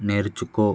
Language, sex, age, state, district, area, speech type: Telugu, male, 18-30, Andhra Pradesh, West Godavari, rural, read